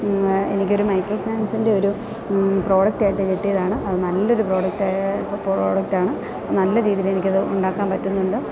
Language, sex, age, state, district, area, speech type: Malayalam, female, 45-60, Kerala, Kottayam, rural, spontaneous